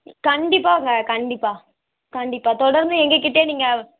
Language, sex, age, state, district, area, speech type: Tamil, female, 18-30, Tamil Nadu, Ranipet, rural, conversation